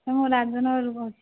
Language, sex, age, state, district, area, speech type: Odia, female, 45-60, Odisha, Nayagarh, rural, conversation